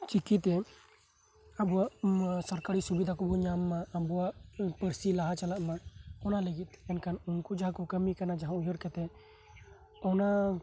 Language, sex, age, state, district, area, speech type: Santali, male, 18-30, West Bengal, Birbhum, rural, spontaneous